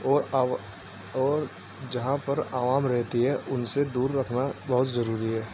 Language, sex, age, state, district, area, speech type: Urdu, male, 30-45, Uttar Pradesh, Muzaffarnagar, urban, spontaneous